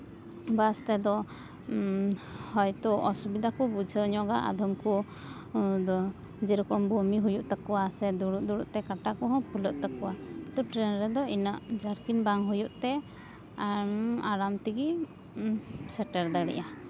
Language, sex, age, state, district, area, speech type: Santali, female, 18-30, West Bengal, Uttar Dinajpur, rural, spontaneous